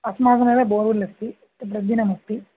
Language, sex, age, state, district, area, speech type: Sanskrit, male, 18-30, Kerala, Idukki, urban, conversation